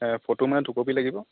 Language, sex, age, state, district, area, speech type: Assamese, male, 60+, Assam, Morigaon, rural, conversation